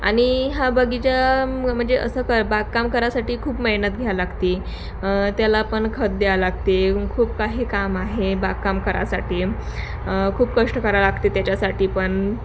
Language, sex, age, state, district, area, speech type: Marathi, female, 18-30, Maharashtra, Thane, rural, spontaneous